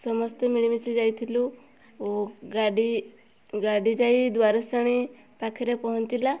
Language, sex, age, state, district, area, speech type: Odia, female, 18-30, Odisha, Mayurbhanj, rural, spontaneous